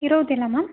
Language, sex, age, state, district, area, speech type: Kannada, female, 18-30, Karnataka, Davanagere, rural, conversation